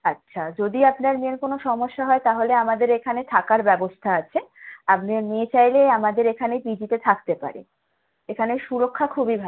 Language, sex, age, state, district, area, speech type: Bengali, female, 18-30, West Bengal, Howrah, urban, conversation